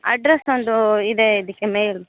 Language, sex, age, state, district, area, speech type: Kannada, female, 18-30, Karnataka, Dakshina Kannada, rural, conversation